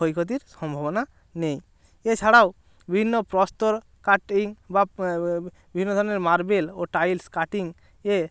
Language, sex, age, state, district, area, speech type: Bengali, male, 18-30, West Bengal, Jalpaiguri, rural, spontaneous